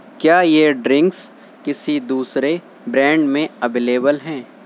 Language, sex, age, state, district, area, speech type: Urdu, male, 18-30, Uttar Pradesh, Shahjahanpur, rural, read